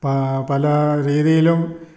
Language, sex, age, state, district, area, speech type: Malayalam, male, 60+, Kerala, Idukki, rural, spontaneous